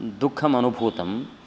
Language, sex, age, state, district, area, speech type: Sanskrit, male, 45-60, Karnataka, Uttara Kannada, rural, spontaneous